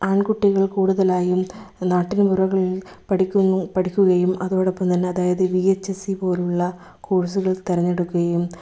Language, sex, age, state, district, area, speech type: Malayalam, female, 30-45, Kerala, Kannur, rural, spontaneous